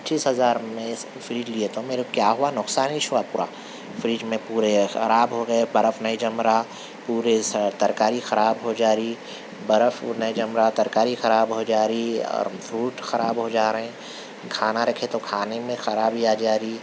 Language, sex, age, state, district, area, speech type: Urdu, male, 45-60, Telangana, Hyderabad, urban, spontaneous